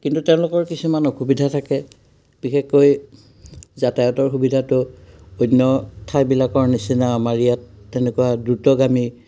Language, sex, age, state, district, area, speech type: Assamese, male, 60+, Assam, Udalguri, rural, spontaneous